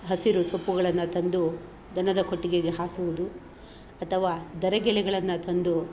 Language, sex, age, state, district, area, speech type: Kannada, female, 45-60, Karnataka, Chikkamagaluru, rural, spontaneous